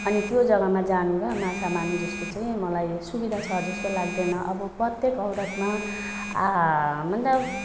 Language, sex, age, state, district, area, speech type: Nepali, female, 30-45, West Bengal, Alipurduar, urban, spontaneous